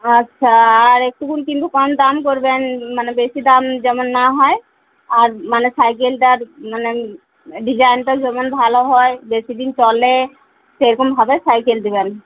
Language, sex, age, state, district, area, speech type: Bengali, female, 30-45, West Bengal, Uttar Dinajpur, urban, conversation